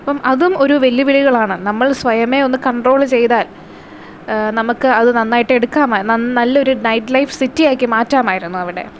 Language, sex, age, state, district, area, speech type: Malayalam, female, 18-30, Kerala, Thiruvananthapuram, urban, spontaneous